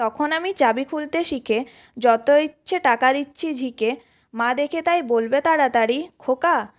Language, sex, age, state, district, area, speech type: Bengali, female, 30-45, West Bengal, Purulia, urban, spontaneous